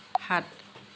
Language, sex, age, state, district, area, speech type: Assamese, female, 60+, Assam, Lakhimpur, rural, read